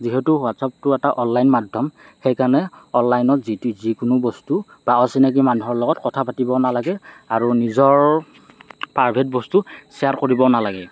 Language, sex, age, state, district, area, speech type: Assamese, male, 30-45, Assam, Morigaon, urban, spontaneous